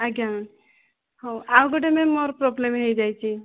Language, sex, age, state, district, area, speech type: Odia, female, 18-30, Odisha, Kandhamal, rural, conversation